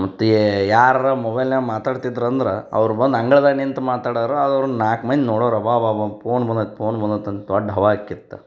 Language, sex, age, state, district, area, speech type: Kannada, male, 30-45, Karnataka, Koppal, rural, spontaneous